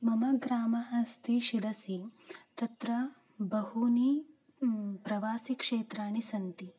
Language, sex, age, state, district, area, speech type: Sanskrit, female, 18-30, Karnataka, Uttara Kannada, rural, spontaneous